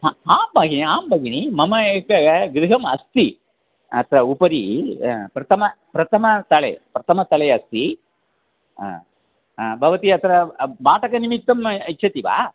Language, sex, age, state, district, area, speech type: Sanskrit, male, 60+, Tamil Nadu, Thanjavur, urban, conversation